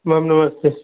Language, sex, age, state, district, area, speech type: Hindi, male, 45-60, Uttar Pradesh, Chandauli, rural, conversation